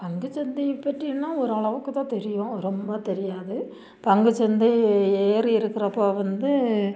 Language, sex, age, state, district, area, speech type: Tamil, female, 30-45, Tamil Nadu, Nilgiris, rural, spontaneous